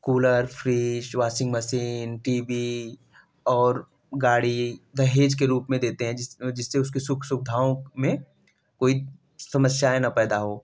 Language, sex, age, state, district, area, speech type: Hindi, male, 18-30, Uttar Pradesh, Prayagraj, urban, spontaneous